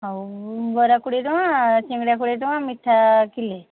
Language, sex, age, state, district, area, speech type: Odia, female, 45-60, Odisha, Angul, rural, conversation